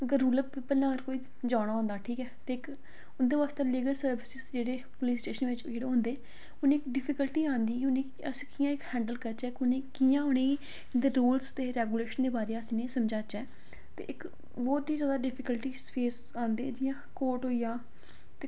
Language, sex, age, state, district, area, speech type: Dogri, female, 18-30, Jammu and Kashmir, Reasi, urban, spontaneous